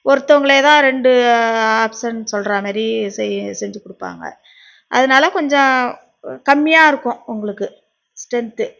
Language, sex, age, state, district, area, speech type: Tamil, female, 45-60, Tamil Nadu, Nagapattinam, rural, spontaneous